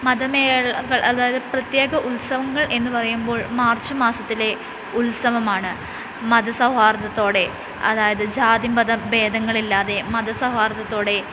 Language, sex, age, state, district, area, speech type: Malayalam, female, 18-30, Kerala, Wayanad, rural, spontaneous